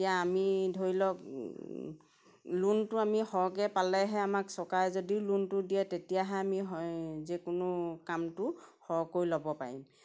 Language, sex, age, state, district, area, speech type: Assamese, female, 45-60, Assam, Golaghat, rural, spontaneous